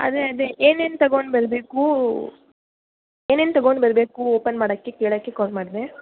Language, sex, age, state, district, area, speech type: Kannada, female, 45-60, Karnataka, Davanagere, urban, conversation